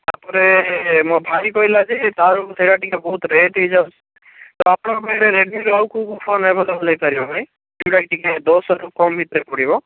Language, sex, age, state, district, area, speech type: Odia, male, 45-60, Odisha, Bhadrak, rural, conversation